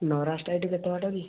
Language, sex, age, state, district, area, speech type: Odia, male, 18-30, Odisha, Kendujhar, urban, conversation